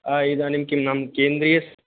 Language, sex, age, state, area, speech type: Sanskrit, male, 18-30, Rajasthan, rural, conversation